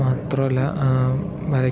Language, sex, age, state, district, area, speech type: Malayalam, male, 18-30, Kerala, Palakkad, rural, spontaneous